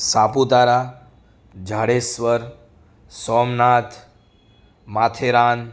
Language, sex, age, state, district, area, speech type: Gujarati, male, 30-45, Gujarat, Rajkot, rural, spontaneous